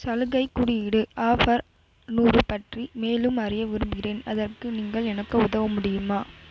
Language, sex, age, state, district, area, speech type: Tamil, female, 18-30, Tamil Nadu, Vellore, urban, read